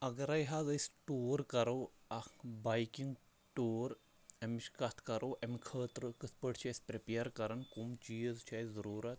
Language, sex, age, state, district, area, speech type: Kashmiri, male, 30-45, Jammu and Kashmir, Shopian, rural, spontaneous